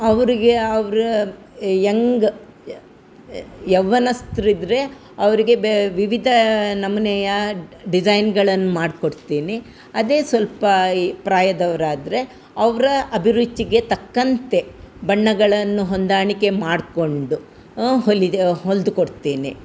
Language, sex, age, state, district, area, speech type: Kannada, female, 60+, Karnataka, Udupi, rural, spontaneous